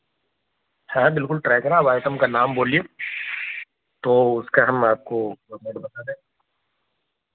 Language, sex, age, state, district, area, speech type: Urdu, male, 30-45, Delhi, North East Delhi, urban, conversation